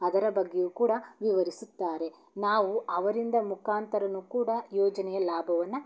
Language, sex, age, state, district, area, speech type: Kannada, female, 18-30, Karnataka, Davanagere, rural, spontaneous